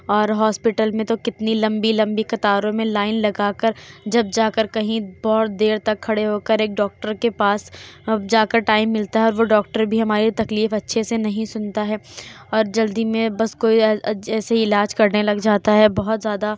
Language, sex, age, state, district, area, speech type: Urdu, female, 18-30, Uttar Pradesh, Lucknow, rural, spontaneous